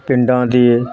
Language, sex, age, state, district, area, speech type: Punjabi, male, 60+, Punjab, Hoshiarpur, rural, spontaneous